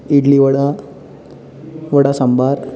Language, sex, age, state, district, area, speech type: Goan Konkani, male, 18-30, Goa, Bardez, urban, spontaneous